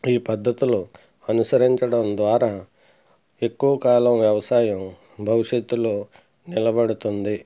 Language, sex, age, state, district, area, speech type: Telugu, male, 60+, Andhra Pradesh, Konaseema, rural, spontaneous